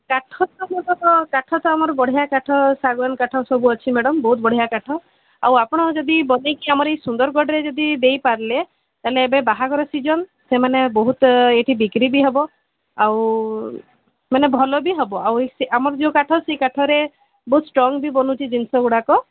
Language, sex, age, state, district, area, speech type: Odia, female, 45-60, Odisha, Sundergarh, rural, conversation